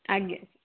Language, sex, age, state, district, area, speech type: Odia, female, 60+, Odisha, Jharsuguda, rural, conversation